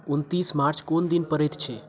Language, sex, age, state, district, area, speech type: Maithili, other, 18-30, Bihar, Madhubani, rural, read